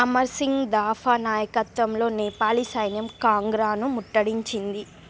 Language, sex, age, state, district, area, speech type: Telugu, female, 45-60, Andhra Pradesh, Srikakulam, urban, read